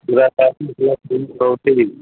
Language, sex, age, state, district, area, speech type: Odia, male, 60+, Odisha, Sundergarh, urban, conversation